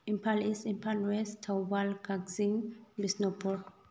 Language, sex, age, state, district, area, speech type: Manipuri, female, 30-45, Manipur, Thoubal, rural, spontaneous